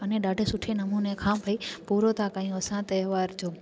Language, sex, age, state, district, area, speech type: Sindhi, female, 18-30, Gujarat, Junagadh, urban, spontaneous